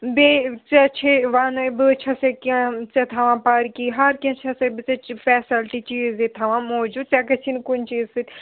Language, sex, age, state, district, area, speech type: Kashmiri, female, 18-30, Jammu and Kashmir, Srinagar, urban, conversation